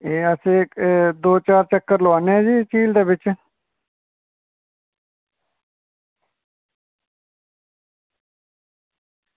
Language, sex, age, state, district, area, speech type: Dogri, male, 45-60, Jammu and Kashmir, Samba, rural, conversation